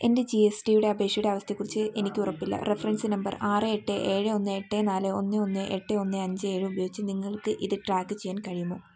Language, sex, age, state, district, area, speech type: Malayalam, female, 18-30, Kerala, Wayanad, rural, read